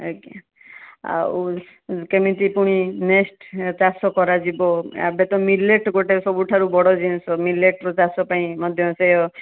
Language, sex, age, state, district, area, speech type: Odia, female, 45-60, Odisha, Balasore, rural, conversation